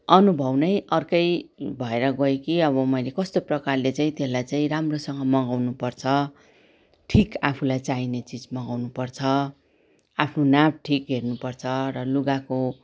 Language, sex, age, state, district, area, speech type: Nepali, female, 45-60, West Bengal, Darjeeling, rural, spontaneous